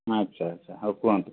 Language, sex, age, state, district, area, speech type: Odia, male, 60+, Odisha, Bhadrak, rural, conversation